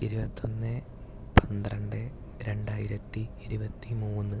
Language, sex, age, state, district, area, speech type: Malayalam, male, 18-30, Kerala, Malappuram, rural, spontaneous